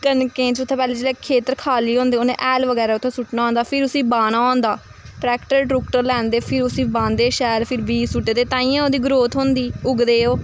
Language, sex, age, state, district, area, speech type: Dogri, female, 18-30, Jammu and Kashmir, Samba, rural, spontaneous